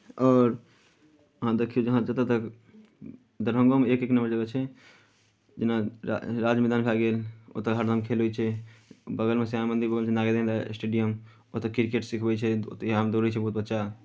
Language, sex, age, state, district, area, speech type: Maithili, male, 18-30, Bihar, Darbhanga, rural, spontaneous